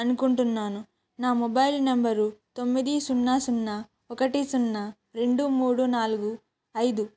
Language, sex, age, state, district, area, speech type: Telugu, female, 18-30, Telangana, Kamareddy, urban, spontaneous